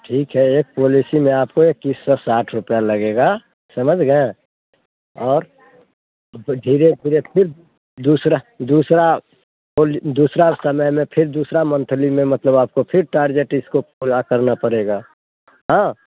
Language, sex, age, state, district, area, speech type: Hindi, male, 60+, Bihar, Muzaffarpur, rural, conversation